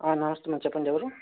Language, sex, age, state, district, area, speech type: Telugu, male, 60+, Andhra Pradesh, Vizianagaram, rural, conversation